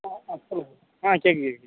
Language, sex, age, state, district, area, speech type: Tamil, male, 18-30, Tamil Nadu, Tenkasi, urban, conversation